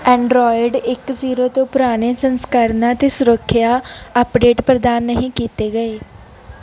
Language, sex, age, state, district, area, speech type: Punjabi, female, 18-30, Punjab, Mansa, rural, read